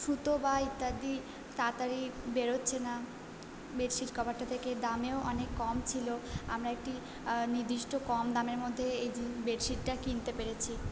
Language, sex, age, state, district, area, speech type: Bengali, female, 18-30, West Bengal, Purba Bardhaman, urban, spontaneous